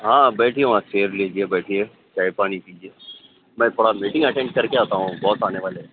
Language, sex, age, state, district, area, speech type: Urdu, male, 30-45, Telangana, Hyderabad, urban, conversation